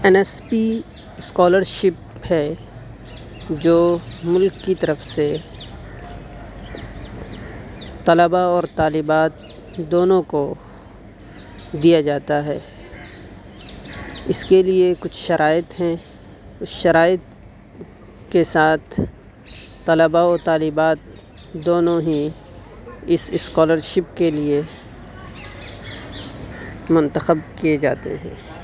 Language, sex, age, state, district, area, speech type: Urdu, male, 18-30, Delhi, South Delhi, urban, spontaneous